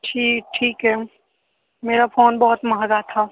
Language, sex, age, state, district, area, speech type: Hindi, male, 18-30, Bihar, Darbhanga, rural, conversation